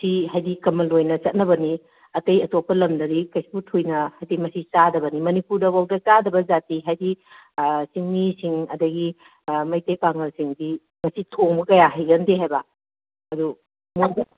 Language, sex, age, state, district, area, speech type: Manipuri, female, 45-60, Manipur, Kakching, rural, conversation